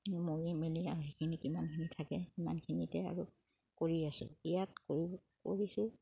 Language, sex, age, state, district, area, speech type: Assamese, female, 30-45, Assam, Charaideo, rural, spontaneous